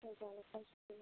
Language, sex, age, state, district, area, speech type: Kashmiri, female, 18-30, Jammu and Kashmir, Kulgam, rural, conversation